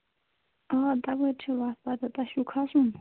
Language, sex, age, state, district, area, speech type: Kashmiri, female, 18-30, Jammu and Kashmir, Bandipora, rural, conversation